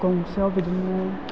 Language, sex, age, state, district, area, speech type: Bodo, male, 30-45, Assam, Chirang, rural, spontaneous